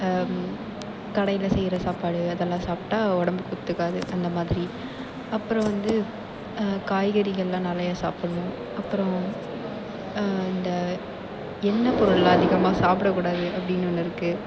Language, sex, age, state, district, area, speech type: Tamil, female, 18-30, Tamil Nadu, Perambalur, urban, spontaneous